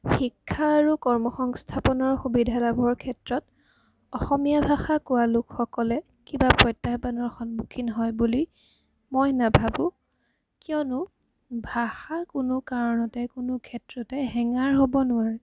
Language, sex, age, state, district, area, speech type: Assamese, female, 18-30, Assam, Jorhat, urban, spontaneous